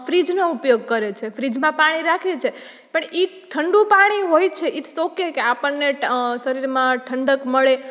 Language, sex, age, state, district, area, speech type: Gujarati, female, 18-30, Gujarat, Rajkot, urban, spontaneous